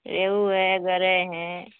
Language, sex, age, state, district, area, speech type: Urdu, female, 18-30, Bihar, Khagaria, rural, conversation